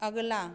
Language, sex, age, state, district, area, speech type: Hindi, female, 18-30, Bihar, Samastipur, rural, read